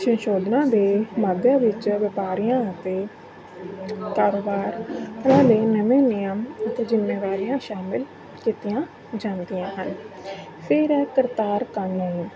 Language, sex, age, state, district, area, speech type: Punjabi, female, 30-45, Punjab, Mansa, urban, spontaneous